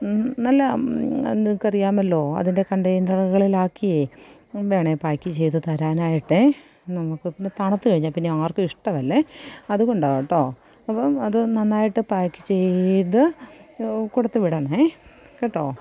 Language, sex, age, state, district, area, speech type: Malayalam, female, 45-60, Kerala, Kollam, rural, spontaneous